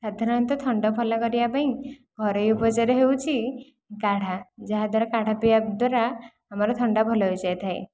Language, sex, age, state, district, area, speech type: Odia, female, 18-30, Odisha, Khordha, rural, spontaneous